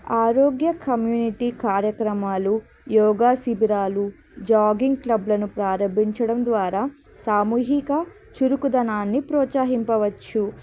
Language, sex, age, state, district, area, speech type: Telugu, female, 18-30, Andhra Pradesh, Annamaya, rural, spontaneous